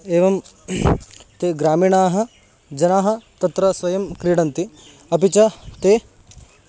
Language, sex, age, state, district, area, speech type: Sanskrit, male, 18-30, Karnataka, Haveri, urban, spontaneous